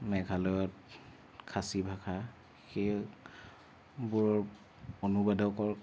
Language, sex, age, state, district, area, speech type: Assamese, male, 30-45, Assam, Kamrup Metropolitan, urban, spontaneous